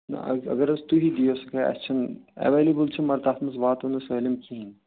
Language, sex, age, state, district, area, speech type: Kashmiri, male, 30-45, Jammu and Kashmir, Srinagar, urban, conversation